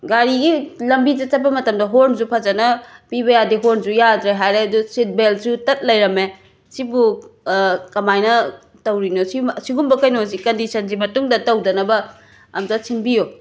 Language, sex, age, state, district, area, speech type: Manipuri, female, 30-45, Manipur, Imphal West, rural, spontaneous